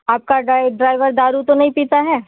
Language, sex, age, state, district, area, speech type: Hindi, female, 60+, Uttar Pradesh, Sitapur, rural, conversation